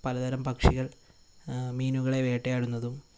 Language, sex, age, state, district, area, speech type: Malayalam, male, 18-30, Kerala, Wayanad, rural, spontaneous